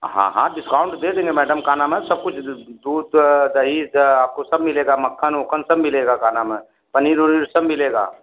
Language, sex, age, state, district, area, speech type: Hindi, male, 60+, Uttar Pradesh, Azamgarh, urban, conversation